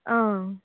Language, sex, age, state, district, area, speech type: Dogri, female, 18-30, Jammu and Kashmir, Udhampur, rural, conversation